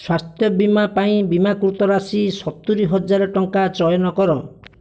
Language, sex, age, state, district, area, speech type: Odia, male, 60+, Odisha, Bhadrak, rural, read